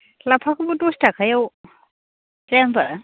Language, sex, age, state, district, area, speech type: Bodo, female, 30-45, Assam, Baksa, rural, conversation